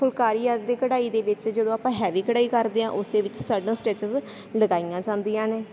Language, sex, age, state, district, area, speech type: Punjabi, female, 18-30, Punjab, Sangrur, rural, spontaneous